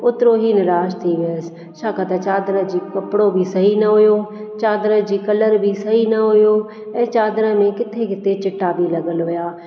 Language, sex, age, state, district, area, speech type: Sindhi, female, 30-45, Maharashtra, Thane, urban, spontaneous